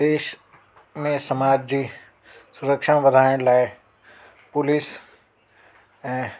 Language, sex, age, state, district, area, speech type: Sindhi, male, 30-45, Delhi, South Delhi, urban, spontaneous